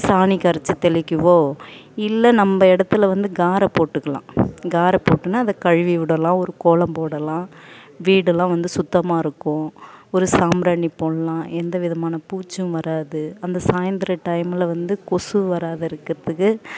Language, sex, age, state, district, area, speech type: Tamil, female, 30-45, Tamil Nadu, Tiruvannamalai, urban, spontaneous